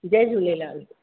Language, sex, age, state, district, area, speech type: Sindhi, female, 60+, Uttar Pradesh, Lucknow, urban, conversation